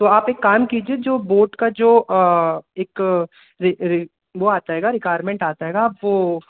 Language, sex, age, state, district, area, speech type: Hindi, male, 18-30, Madhya Pradesh, Jabalpur, rural, conversation